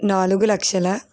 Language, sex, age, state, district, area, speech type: Telugu, female, 30-45, Andhra Pradesh, East Godavari, rural, spontaneous